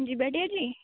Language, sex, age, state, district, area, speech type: Odia, female, 18-30, Odisha, Jagatsinghpur, rural, conversation